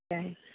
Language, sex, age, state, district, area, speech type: Santali, female, 30-45, West Bengal, Malda, rural, conversation